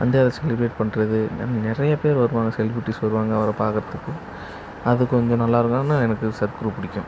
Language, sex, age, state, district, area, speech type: Tamil, male, 18-30, Tamil Nadu, Namakkal, rural, spontaneous